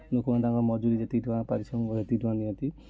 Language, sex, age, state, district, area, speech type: Odia, male, 30-45, Odisha, Kendujhar, urban, spontaneous